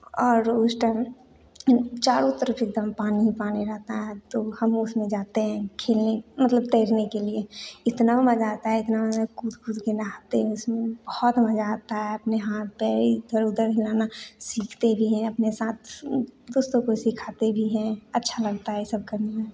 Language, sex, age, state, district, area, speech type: Hindi, female, 18-30, Bihar, Begusarai, rural, spontaneous